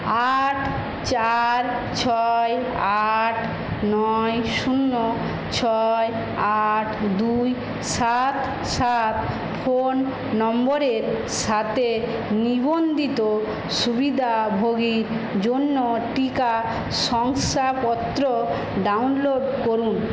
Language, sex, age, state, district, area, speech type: Bengali, female, 45-60, West Bengal, Paschim Medinipur, rural, read